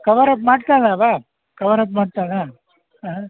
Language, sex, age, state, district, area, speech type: Kannada, male, 60+, Karnataka, Udupi, rural, conversation